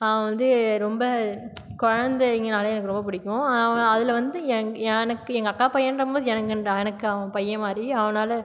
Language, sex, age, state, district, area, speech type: Tamil, female, 30-45, Tamil Nadu, Cuddalore, rural, spontaneous